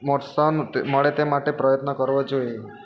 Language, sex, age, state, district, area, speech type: Gujarati, male, 30-45, Gujarat, Surat, urban, spontaneous